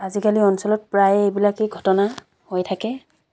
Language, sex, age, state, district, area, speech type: Assamese, female, 30-45, Assam, Dibrugarh, rural, spontaneous